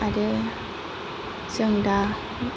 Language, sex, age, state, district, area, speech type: Bodo, female, 30-45, Assam, Kokrajhar, rural, spontaneous